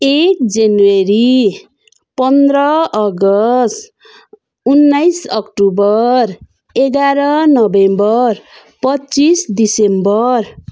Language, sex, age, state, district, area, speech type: Nepali, female, 45-60, West Bengal, Darjeeling, rural, spontaneous